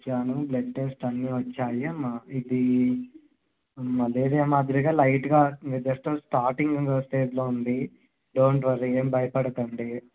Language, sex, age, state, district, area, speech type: Telugu, male, 18-30, Andhra Pradesh, Krishna, urban, conversation